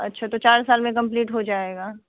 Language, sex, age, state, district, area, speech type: Hindi, female, 18-30, Bihar, Muzaffarpur, urban, conversation